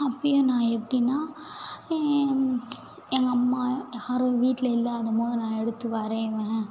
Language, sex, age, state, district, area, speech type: Tamil, female, 18-30, Tamil Nadu, Tiruvannamalai, urban, spontaneous